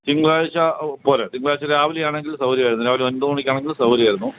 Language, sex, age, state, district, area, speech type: Malayalam, male, 60+, Kerala, Kottayam, rural, conversation